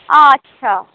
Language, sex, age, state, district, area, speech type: Bengali, female, 60+, West Bengal, Purulia, urban, conversation